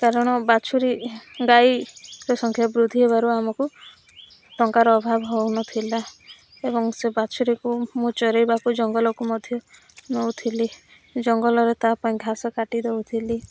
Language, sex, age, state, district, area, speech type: Odia, female, 18-30, Odisha, Rayagada, rural, spontaneous